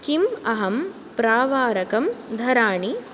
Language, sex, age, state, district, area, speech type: Sanskrit, female, 18-30, Karnataka, Udupi, urban, read